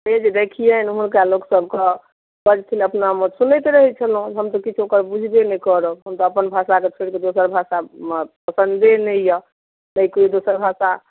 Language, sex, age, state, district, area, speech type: Maithili, female, 45-60, Bihar, Darbhanga, urban, conversation